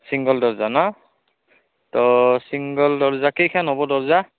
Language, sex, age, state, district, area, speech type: Assamese, male, 30-45, Assam, Udalguri, rural, conversation